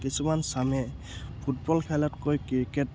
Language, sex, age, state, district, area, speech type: Assamese, male, 18-30, Assam, Charaideo, rural, spontaneous